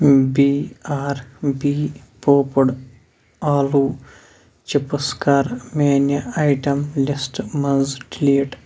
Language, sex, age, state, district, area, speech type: Kashmiri, male, 30-45, Jammu and Kashmir, Shopian, rural, read